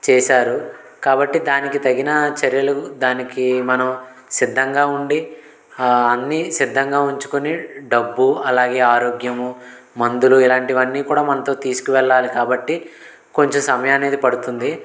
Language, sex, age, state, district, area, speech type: Telugu, male, 18-30, Andhra Pradesh, Konaseema, rural, spontaneous